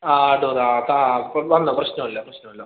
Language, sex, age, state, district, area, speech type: Malayalam, male, 18-30, Kerala, Kasaragod, rural, conversation